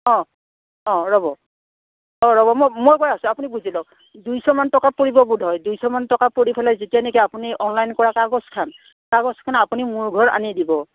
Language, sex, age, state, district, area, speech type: Assamese, female, 60+, Assam, Udalguri, rural, conversation